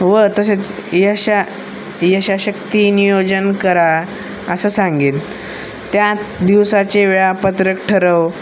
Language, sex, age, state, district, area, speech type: Marathi, male, 18-30, Maharashtra, Osmanabad, rural, spontaneous